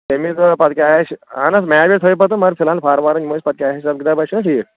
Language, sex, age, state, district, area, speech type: Kashmiri, male, 30-45, Jammu and Kashmir, Kulgam, urban, conversation